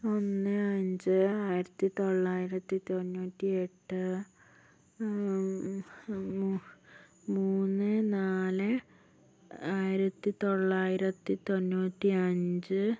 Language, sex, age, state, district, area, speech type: Malayalam, female, 60+, Kerala, Wayanad, rural, spontaneous